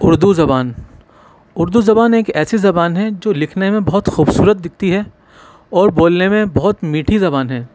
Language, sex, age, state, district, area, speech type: Urdu, male, 30-45, Delhi, Central Delhi, urban, spontaneous